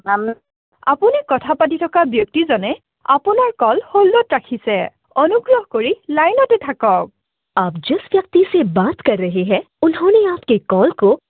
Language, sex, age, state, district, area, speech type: Assamese, female, 45-60, Assam, Udalguri, rural, conversation